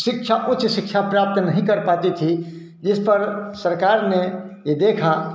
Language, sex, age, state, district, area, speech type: Hindi, male, 60+, Bihar, Samastipur, rural, spontaneous